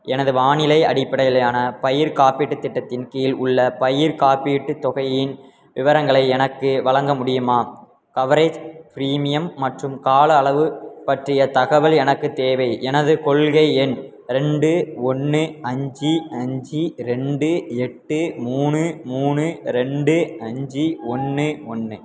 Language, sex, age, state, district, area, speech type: Tamil, male, 18-30, Tamil Nadu, Tirunelveli, rural, read